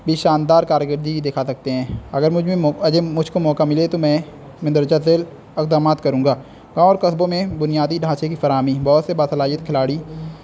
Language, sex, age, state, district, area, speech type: Urdu, male, 18-30, Uttar Pradesh, Azamgarh, rural, spontaneous